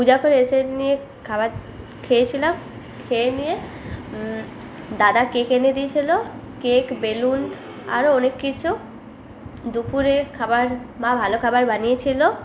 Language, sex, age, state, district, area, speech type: Bengali, female, 18-30, West Bengal, Purulia, urban, spontaneous